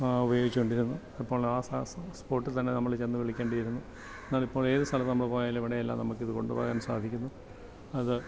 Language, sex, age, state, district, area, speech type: Malayalam, male, 60+, Kerala, Alappuzha, rural, spontaneous